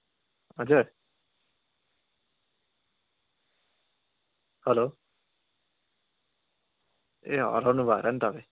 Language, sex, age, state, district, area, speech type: Nepali, male, 18-30, West Bengal, Kalimpong, rural, conversation